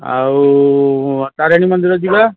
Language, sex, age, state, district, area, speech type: Odia, male, 60+, Odisha, Cuttack, urban, conversation